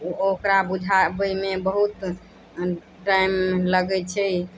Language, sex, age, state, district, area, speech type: Maithili, female, 18-30, Bihar, Madhubani, rural, spontaneous